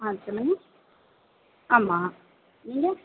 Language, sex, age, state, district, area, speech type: Tamil, female, 30-45, Tamil Nadu, Pudukkottai, rural, conversation